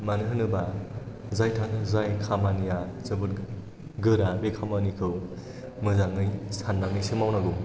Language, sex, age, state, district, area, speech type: Bodo, male, 18-30, Assam, Chirang, rural, spontaneous